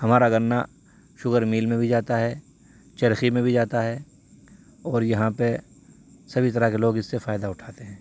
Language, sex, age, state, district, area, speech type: Urdu, male, 30-45, Uttar Pradesh, Saharanpur, urban, spontaneous